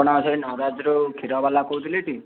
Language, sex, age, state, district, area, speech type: Odia, male, 18-30, Odisha, Bhadrak, rural, conversation